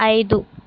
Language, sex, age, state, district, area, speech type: Telugu, female, 18-30, Andhra Pradesh, Kakinada, urban, read